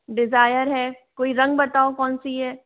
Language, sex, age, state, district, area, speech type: Hindi, female, 45-60, Rajasthan, Jaipur, urban, conversation